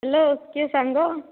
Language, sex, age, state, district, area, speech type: Odia, female, 18-30, Odisha, Dhenkanal, rural, conversation